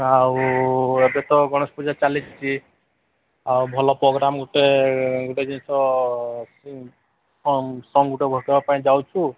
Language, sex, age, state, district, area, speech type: Odia, male, 45-60, Odisha, Sambalpur, rural, conversation